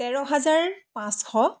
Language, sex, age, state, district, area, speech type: Assamese, female, 45-60, Assam, Dibrugarh, rural, spontaneous